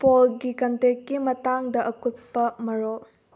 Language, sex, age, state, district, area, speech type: Manipuri, female, 18-30, Manipur, Bishnupur, rural, read